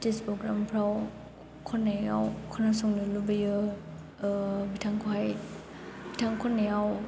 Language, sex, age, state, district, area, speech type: Bodo, female, 18-30, Assam, Chirang, rural, spontaneous